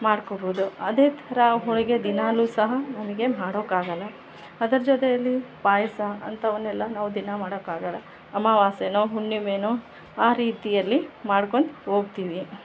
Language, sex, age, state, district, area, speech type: Kannada, female, 30-45, Karnataka, Vijayanagara, rural, spontaneous